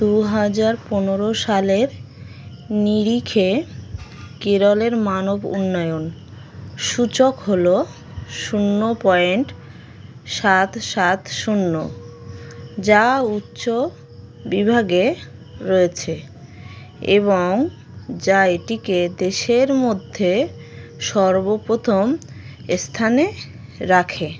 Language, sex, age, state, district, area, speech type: Bengali, female, 18-30, West Bengal, Howrah, urban, read